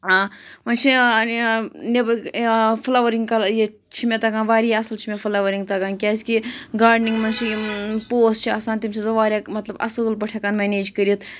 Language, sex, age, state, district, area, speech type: Kashmiri, female, 30-45, Jammu and Kashmir, Pulwama, urban, spontaneous